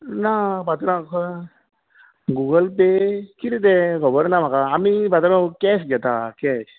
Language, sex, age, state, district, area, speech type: Goan Konkani, male, 18-30, Goa, Bardez, urban, conversation